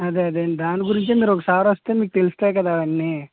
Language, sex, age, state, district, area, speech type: Telugu, male, 30-45, Andhra Pradesh, Konaseema, rural, conversation